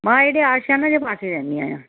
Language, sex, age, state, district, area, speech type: Sindhi, female, 45-60, Uttar Pradesh, Lucknow, urban, conversation